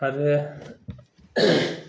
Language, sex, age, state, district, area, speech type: Bodo, male, 30-45, Assam, Kokrajhar, rural, spontaneous